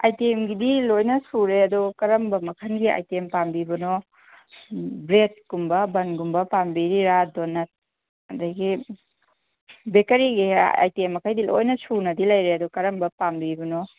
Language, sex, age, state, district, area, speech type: Manipuri, female, 45-60, Manipur, Kangpokpi, urban, conversation